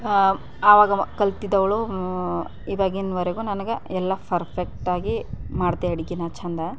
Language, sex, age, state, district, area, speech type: Kannada, female, 30-45, Karnataka, Bidar, rural, spontaneous